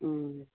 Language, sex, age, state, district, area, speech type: Telugu, female, 45-60, Telangana, Karimnagar, urban, conversation